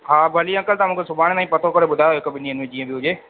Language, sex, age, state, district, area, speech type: Sindhi, male, 18-30, Madhya Pradesh, Katni, urban, conversation